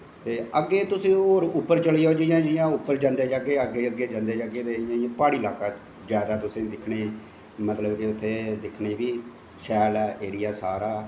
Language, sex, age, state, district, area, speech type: Dogri, male, 45-60, Jammu and Kashmir, Jammu, urban, spontaneous